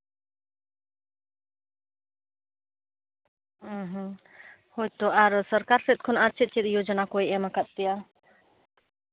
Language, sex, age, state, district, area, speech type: Santali, female, 18-30, Jharkhand, Seraikela Kharsawan, rural, conversation